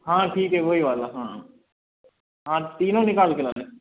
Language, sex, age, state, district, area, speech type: Hindi, male, 60+, Madhya Pradesh, Balaghat, rural, conversation